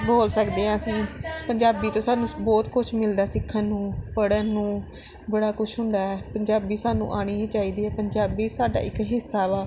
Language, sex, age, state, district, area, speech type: Punjabi, female, 30-45, Punjab, Pathankot, urban, spontaneous